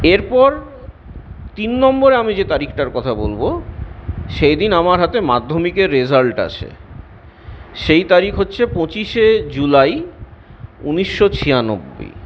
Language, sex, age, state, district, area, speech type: Bengali, male, 45-60, West Bengal, Purulia, urban, spontaneous